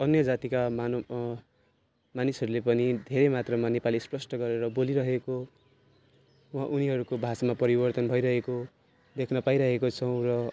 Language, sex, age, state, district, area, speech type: Nepali, male, 18-30, West Bengal, Jalpaiguri, rural, spontaneous